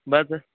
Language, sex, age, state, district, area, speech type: Hindi, male, 18-30, Madhya Pradesh, Jabalpur, urban, conversation